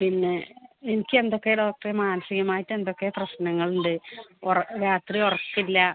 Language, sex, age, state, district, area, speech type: Malayalam, female, 45-60, Kerala, Malappuram, rural, conversation